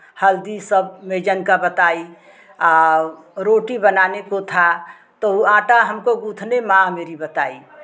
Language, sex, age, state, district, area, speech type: Hindi, female, 60+, Uttar Pradesh, Chandauli, rural, spontaneous